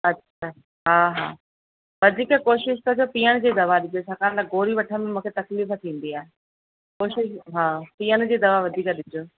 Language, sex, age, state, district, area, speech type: Sindhi, female, 45-60, Rajasthan, Ajmer, urban, conversation